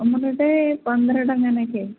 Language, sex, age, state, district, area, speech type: Odia, female, 60+, Odisha, Gajapati, rural, conversation